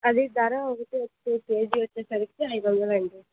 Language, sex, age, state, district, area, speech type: Telugu, female, 60+, Andhra Pradesh, Krishna, urban, conversation